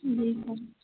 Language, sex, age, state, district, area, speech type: Hindi, female, 18-30, Bihar, Madhepura, rural, conversation